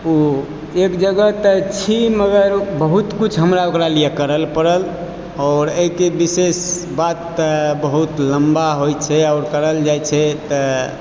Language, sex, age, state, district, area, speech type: Maithili, male, 45-60, Bihar, Supaul, rural, spontaneous